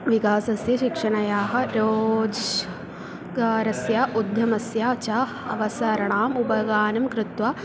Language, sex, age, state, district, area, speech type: Sanskrit, female, 18-30, Kerala, Thrissur, urban, spontaneous